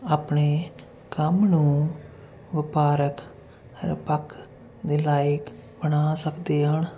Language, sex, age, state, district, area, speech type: Punjabi, male, 30-45, Punjab, Jalandhar, urban, spontaneous